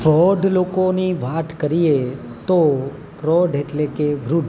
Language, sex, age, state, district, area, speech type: Gujarati, male, 30-45, Gujarat, Narmada, rural, spontaneous